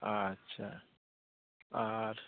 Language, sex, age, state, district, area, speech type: Bengali, male, 45-60, West Bengal, Dakshin Dinajpur, rural, conversation